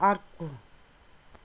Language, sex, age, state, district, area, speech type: Nepali, female, 60+, West Bengal, Kalimpong, rural, read